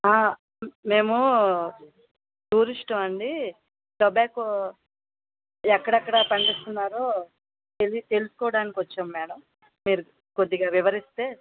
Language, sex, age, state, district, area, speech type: Telugu, female, 60+, Andhra Pradesh, Vizianagaram, rural, conversation